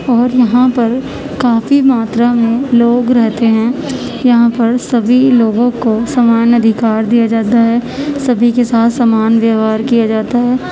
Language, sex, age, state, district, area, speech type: Urdu, female, 18-30, Uttar Pradesh, Gautam Buddha Nagar, rural, spontaneous